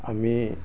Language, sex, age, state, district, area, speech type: Assamese, male, 60+, Assam, Dibrugarh, urban, spontaneous